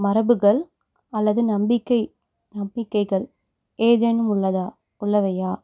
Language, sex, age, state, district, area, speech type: Tamil, female, 18-30, Tamil Nadu, Mayiladuthurai, rural, spontaneous